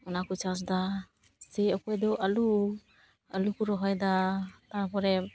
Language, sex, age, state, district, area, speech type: Santali, female, 18-30, West Bengal, Malda, rural, spontaneous